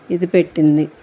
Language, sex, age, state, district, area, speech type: Telugu, female, 45-60, Andhra Pradesh, Bapatla, urban, spontaneous